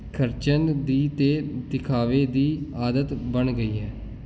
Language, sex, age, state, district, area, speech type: Punjabi, male, 18-30, Punjab, Jalandhar, urban, spontaneous